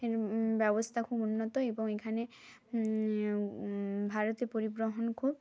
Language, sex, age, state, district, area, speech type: Bengali, female, 18-30, West Bengal, Bankura, rural, spontaneous